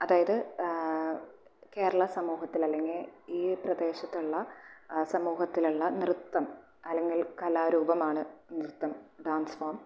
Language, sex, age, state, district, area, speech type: Malayalam, female, 18-30, Kerala, Thrissur, rural, spontaneous